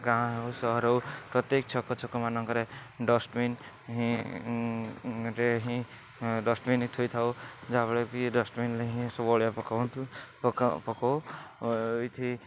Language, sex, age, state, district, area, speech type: Odia, male, 60+, Odisha, Rayagada, rural, spontaneous